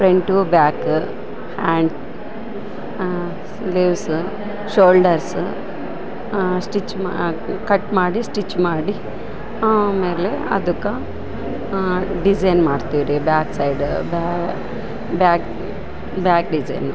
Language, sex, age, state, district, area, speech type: Kannada, female, 45-60, Karnataka, Bellary, urban, spontaneous